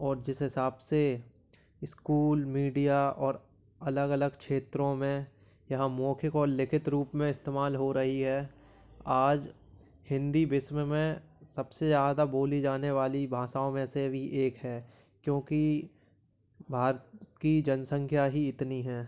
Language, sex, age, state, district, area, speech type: Hindi, male, 18-30, Madhya Pradesh, Gwalior, urban, spontaneous